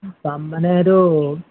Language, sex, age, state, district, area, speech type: Assamese, male, 18-30, Assam, Majuli, urban, conversation